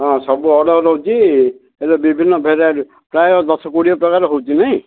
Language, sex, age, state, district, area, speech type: Odia, male, 60+, Odisha, Gajapati, rural, conversation